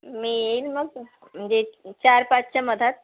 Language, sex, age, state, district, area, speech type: Marathi, female, 60+, Maharashtra, Nagpur, urban, conversation